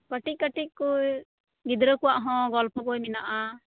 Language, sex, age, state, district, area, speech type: Santali, female, 18-30, West Bengal, Birbhum, rural, conversation